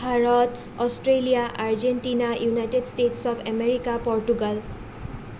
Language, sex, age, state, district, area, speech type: Assamese, female, 18-30, Assam, Nalbari, rural, spontaneous